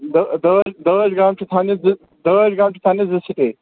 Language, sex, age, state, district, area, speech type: Kashmiri, male, 30-45, Jammu and Kashmir, Srinagar, urban, conversation